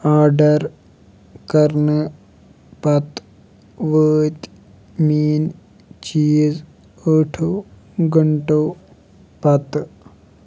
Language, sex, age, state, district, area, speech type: Kashmiri, male, 18-30, Jammu and Kashmir, Kupwara, urban, read